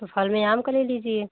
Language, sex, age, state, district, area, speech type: Hindi, female, 45-60, Uttar Pradesh, Mau, rural, conversation